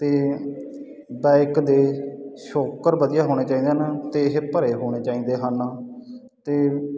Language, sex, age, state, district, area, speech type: Punjabi, male, 30-45, Punjab, Sangrur, rural, spontaneous